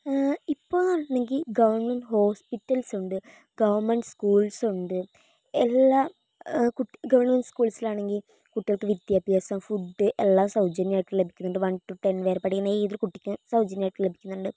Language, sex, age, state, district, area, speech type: Malayalam, female, 18-30, Kerala, Wayanad, rural, spontaneous